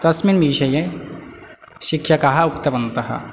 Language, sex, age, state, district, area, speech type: Sanskrit, male, 18-30, Odisha, Balangir, rural, spontaneous